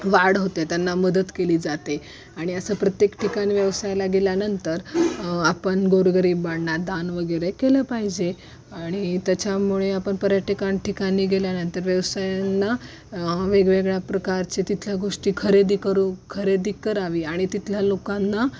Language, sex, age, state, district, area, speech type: Marathi, female, 18-30, Maharashtra, Osmanabad, rural, spontaneous